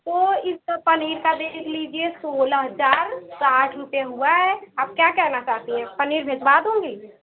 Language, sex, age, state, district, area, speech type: Hindi, female, 18-30, Uttar Pradesh, Mau, rural, conversation